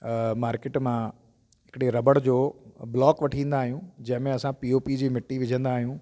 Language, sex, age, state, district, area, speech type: Sindhi, male, 30-45, Delhi, South Delhi, urban, spontaneous